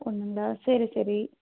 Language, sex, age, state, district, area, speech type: Tamil, female, 30-45, Tamil Nadu, Thoothukudi, rural, conversation